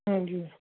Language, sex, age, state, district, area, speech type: Punjabi, male, 30-45, Punjab, Barnala, rural, conversation